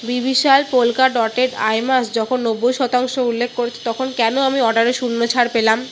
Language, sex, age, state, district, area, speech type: Bengali, female, 30-45, West Bengal, Paschim Bardhaman, urban, read